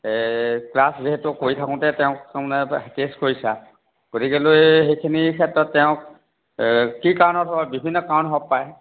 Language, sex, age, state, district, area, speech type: Assamese, male, 60+, Assam, Charaideo, urban, conversation